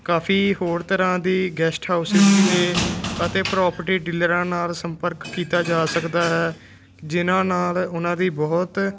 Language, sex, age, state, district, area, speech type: Punjabi, male, 18-30, Punjab, Moga, rural, spontaneous